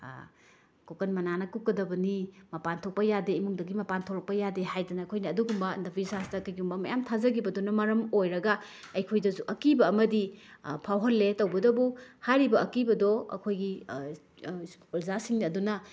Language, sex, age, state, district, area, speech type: Manipuri, female, 30-45, Manipur, Bishnupur, rural, spontaneous